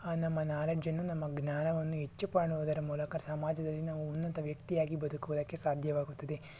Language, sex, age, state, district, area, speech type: Kannada, male, 18-30, Karnataka, Tumkur, rural, spontaneous